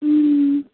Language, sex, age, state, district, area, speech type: Nepali, female, 18-30, West Bengal, Jalpaiguri, rural, conversation